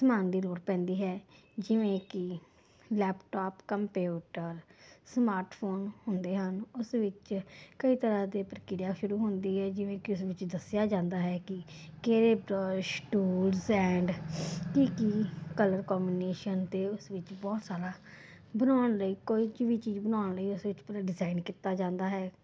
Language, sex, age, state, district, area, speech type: Punjabi, female, 30-45, Punjab, Ludhiana, urban, spontaneous